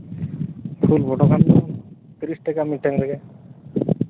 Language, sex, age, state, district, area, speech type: Santali, male, 30-45, Jharkhand, Seraikela Kharsawan, rural, conversation